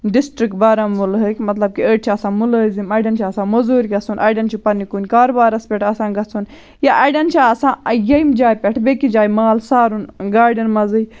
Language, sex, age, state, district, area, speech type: Kashmiri, female, 30-45, Jammu and Kashmir, Baramulla, rural, spontaneous